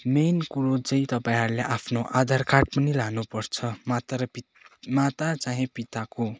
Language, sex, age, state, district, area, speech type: Nepali, male, 18-30, West Bengal, Darjeeling, urban, spontaneous